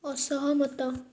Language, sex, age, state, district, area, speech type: Odia, female, 18-30, Odisha, Kendujhar, urban, read